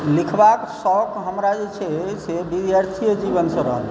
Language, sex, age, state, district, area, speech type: Maithili, male, 45-60, Bihar, Supaul, rural, spontaneous